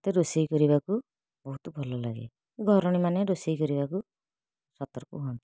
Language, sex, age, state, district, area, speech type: Odia, female, 30-45, Odisha, Kalahandi, rural, spontaneous